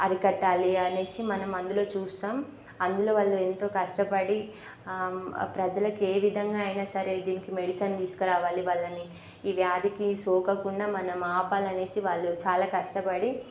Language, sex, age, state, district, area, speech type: Telugu, female, 18-30, Telangana, Nagarkurnool, rural, spontaneous